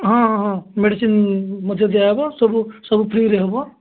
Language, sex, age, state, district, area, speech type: Odia, male, 30-45, Odisha, Nabarangpur, urban, conversation